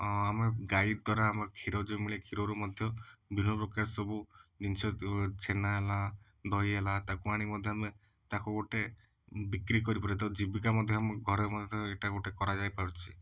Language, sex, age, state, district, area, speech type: Odia, male, 18-30, Odisha, Puri, urban, spontaneous